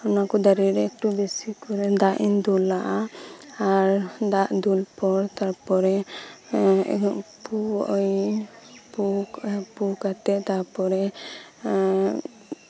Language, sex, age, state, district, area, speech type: Santali, female, 18-30, West Bengal, Birbhum, rural, spontaneous